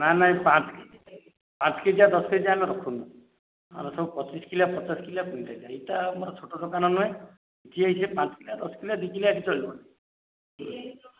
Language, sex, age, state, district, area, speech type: Odia, male, 45-60, Odisha, Dhenkanal, rural, conversation